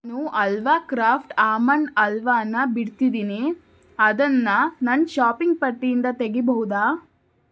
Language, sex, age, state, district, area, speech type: Kannada, female, 18-30, Karnataka, Tumkur, urban, read